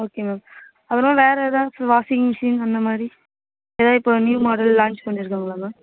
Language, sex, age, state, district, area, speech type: Tamil, female, 18-30, Tamil Nadu, Nagapattinam, urban, conversation